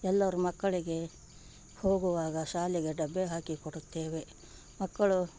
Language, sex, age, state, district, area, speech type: Kannada, female, 60+, Karnataka, Gadag, rural, spontaneous